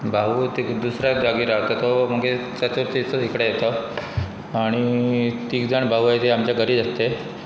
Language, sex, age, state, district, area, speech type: Goan Konkani, male, 45-60, Goa, Pernem, rural, spontaneous